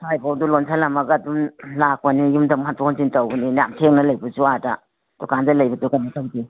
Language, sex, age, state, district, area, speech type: Manipuri, female, 60+, Manipur, Imphal East, urban, conversation